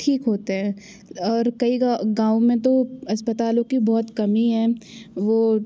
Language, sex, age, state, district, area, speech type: Hindi, female, 30-45, Madhya Pradesh, Jabalpur, urban, spontaneous